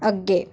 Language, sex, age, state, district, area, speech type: Punjabi, female, 18-30, Punjab, Patiala, urban, read